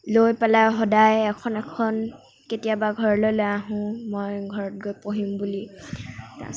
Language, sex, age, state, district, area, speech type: Assamese, female, 18-30, Assam, Nagaon, rural, spontaneous